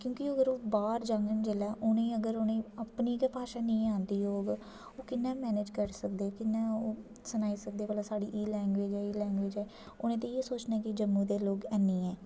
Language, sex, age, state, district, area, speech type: Dogri, female, 18-30, Jammu and Kashmir, Jammu, rural, spontaneous